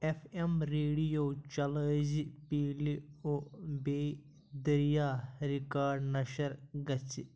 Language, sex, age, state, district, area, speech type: Kashmiri, male, 18-30, Jammu and Kashmir, Pulwama, rural, read